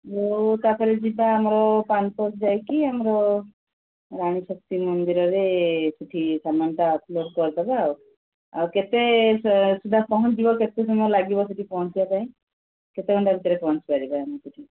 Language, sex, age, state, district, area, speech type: Odia, female, 45-60, Odisha, Sundergarh, rural, conversation